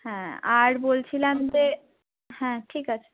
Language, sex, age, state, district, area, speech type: Bengali, female, 30-45, West Bengal, Bankura, urban, conversation